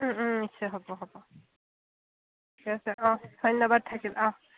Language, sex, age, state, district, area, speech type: Assamese, female, 18-30, Assam, Kamrup Metropolitan, urban, conversation